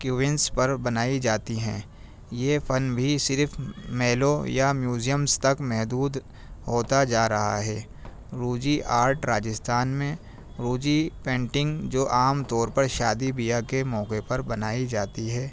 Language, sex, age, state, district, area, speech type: Urdu, male, 30-45, Delhi, New Delhi, urban, spontaneous